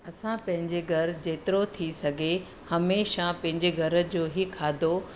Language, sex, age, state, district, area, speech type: Sindhi, female, 30-45, Gujarat, Surat, urban, spontaneous